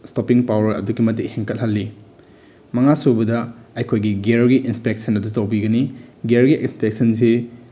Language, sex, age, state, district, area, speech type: Manipuri, male, 18-30, Manipur, Bishnupur, rural, spontaneous